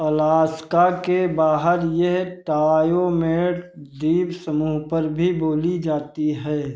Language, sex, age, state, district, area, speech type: Hindi, male, 60+, Uttar Pradesh, Sitapur, rural, read